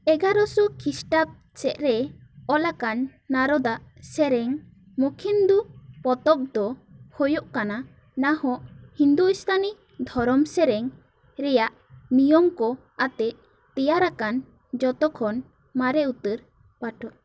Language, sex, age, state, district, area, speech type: Santali, female, 18-30, West Bengal, Bankura, rural, read